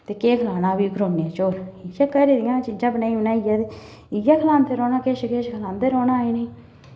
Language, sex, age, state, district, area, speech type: Dogri, female, 30-45, Jammu and Kashmir, Samba, rural, spontaneous